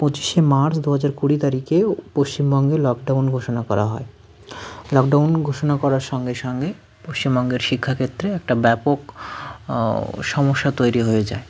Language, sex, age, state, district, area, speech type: Bengali, male, 30-45, West Bengal, Hooghly, urban, spontaneous